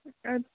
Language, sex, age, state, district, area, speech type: Kashmiri, female, 18-30, Jammu and Kashmir, Budgam, rural, conversation